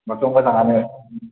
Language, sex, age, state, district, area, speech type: Bodo, male, 30-45, Assam, Kokrajhar, urban, conversation